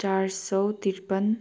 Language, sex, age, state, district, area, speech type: Nepali, female, 18-30, West Bengal, Darjeeling, rural, spontaneous